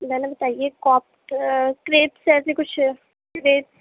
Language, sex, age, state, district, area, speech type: Urdu, female, 30-45, Uttar Pradesh, Gautam Buddha Nagar, urban, conversation